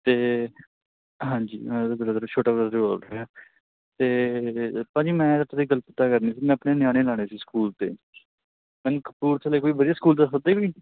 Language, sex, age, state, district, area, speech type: Punjabi, male, 18-30, Punjab, Kapurthala, rural, conversation